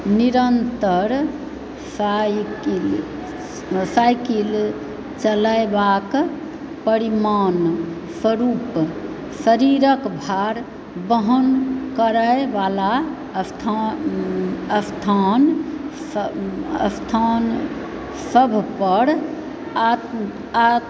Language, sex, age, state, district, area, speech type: Maithili, female, 60+, Bihar, Supaul, rural, read